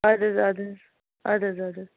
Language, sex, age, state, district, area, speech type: Kashmiri, female, 45-60, Jammu and Kashmir, Baramulla, rural, conversation